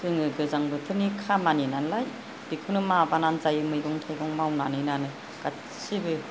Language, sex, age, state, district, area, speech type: Bodo, female, 60+, Assam, Kokrajhar, rural, spontaneous